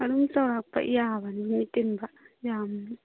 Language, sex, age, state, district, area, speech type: Manipuri, female, 18-30, Manipur, Churachandpur, urban, conversation